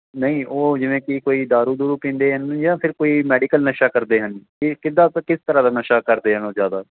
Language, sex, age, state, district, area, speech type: Punjabi, male, 30-45, Punjab, Bathinda, urban, conversation